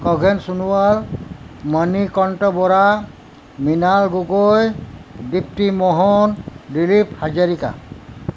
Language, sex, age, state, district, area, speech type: Assamese, male, 60+, Assam, Tinsukia, rural, spontaneous